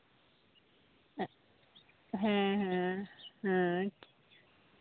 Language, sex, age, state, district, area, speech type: Santali, female, 18-30, West Bengal, Malda, rural, conversation